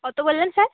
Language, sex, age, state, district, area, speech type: Bengali, female, 30-45, West Bengal, Nadia, rural, conversation